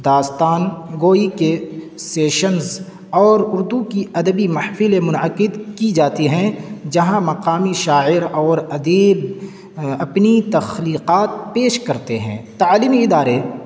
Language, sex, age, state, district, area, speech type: Urdu, male, 18-30, Uttar Pradesh, Siddharthnagar, rural, spontaneous